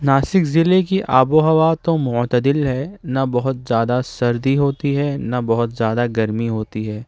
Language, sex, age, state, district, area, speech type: Urdu, male, 18-30, Maharashtra, Nashik, urban, spontaneous